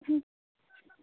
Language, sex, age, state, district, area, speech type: Santali, female, 18-30, West Bengal, Bankura, rural, conversation